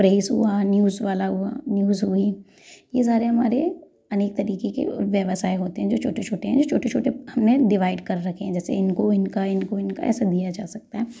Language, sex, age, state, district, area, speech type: Hindi, female, 30-45, Madhya Pradesh, Gwalior, rural, spontaneous